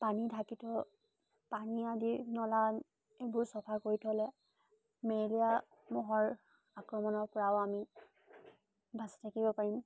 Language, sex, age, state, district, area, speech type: Assamese, female, 18-30, Assam, Charaideo, urban, spontaneous